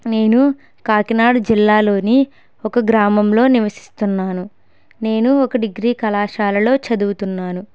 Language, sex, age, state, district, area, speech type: Telugu, female, 18-30, Andhra Pradesh, Kakinada, rural, spontaneous